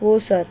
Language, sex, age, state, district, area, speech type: Marathi, male, 30-45, Maharashtra, Nagpur, urban, spontaneous